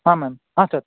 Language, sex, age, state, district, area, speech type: Kannada, male, 18-30, Karnataka, Shimoga, rural, conversation